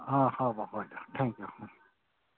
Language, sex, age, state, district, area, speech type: Assamese, male, 60+, Assam, Tinsukia, rural, conversation